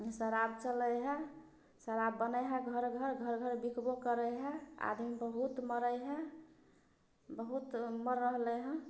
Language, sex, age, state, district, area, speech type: Maithili, female, 30-45, Bihar, Samastipur, urban, spontaneous